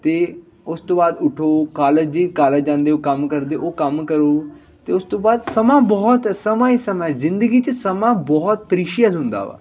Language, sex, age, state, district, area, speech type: Punjabi, male, 18-30, Punjab, Ludhiana, rural, spontaneous